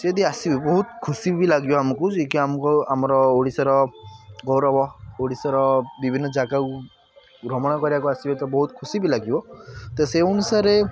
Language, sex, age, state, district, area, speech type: Odia, male, 18-30, Odisha, Puri, urban, spontaneous